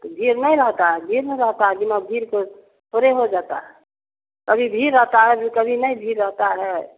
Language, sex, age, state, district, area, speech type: Hindi, female, 30-45, Bihar, Begusarai, rural, conversation